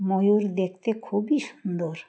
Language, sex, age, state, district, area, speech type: Bengali, female, 60+, West Bengal, Uttar Dinajpur, urban, spontaneous